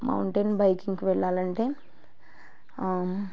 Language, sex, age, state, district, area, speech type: Telugu, female, 30-45, Andhra Pradesh, Kurnool, rural, spontaneous